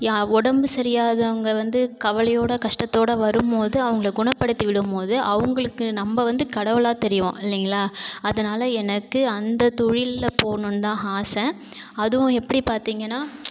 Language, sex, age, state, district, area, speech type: Tamil, male, 30-45, Tamil Nadu, Cuddalore, rural, spontaneous